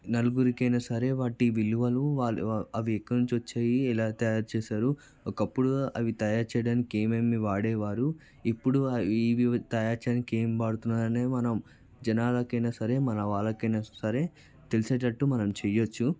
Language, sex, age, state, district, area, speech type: Telugu, male, 30-45, Telangana, Vikarabad, urban, spontaneous